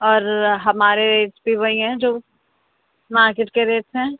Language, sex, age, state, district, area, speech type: Urdu, male, 18-30, Delhi, Central Delhi, urban, conversation